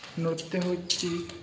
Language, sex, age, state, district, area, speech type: Odia, male, 18-30, Odisha, Balangir, urban, spontaneous